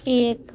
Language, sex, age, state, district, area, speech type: Hindi, female, 18-30, Bihar, Muzaffarpur, rural, read